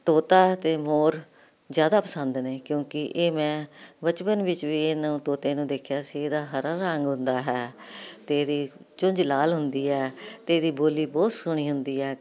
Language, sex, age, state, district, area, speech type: Punjabi, female, 60+, Punjab, Jalandhar, urban, spontaneous